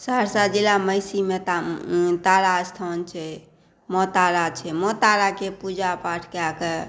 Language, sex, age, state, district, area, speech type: Maithili, female, 60+, Bihar, Saharsa, rural, spontaneous